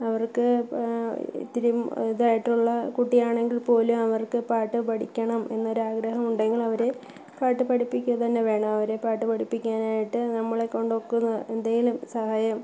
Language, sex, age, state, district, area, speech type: Malayalam, female, 30-45, Kerala, Kollam, rural, spontaneous